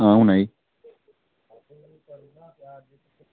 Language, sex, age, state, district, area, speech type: Dogri, male, 30-45, Jammu and Kashmir, Udhampur, rural, conversation